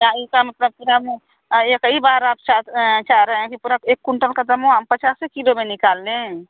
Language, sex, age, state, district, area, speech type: Hindi, female, 45-60, Uttar Pradesh, Mau, rural, conversation